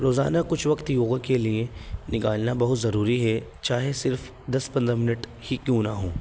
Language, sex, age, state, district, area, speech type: Urdu, male, 18-30, Delhi, North East Delhi, urban, spontaneous